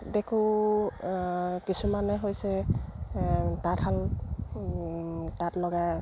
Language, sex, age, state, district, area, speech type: Assamese, female, 45-60, Assam, Dibrugarh, rural, spontaneous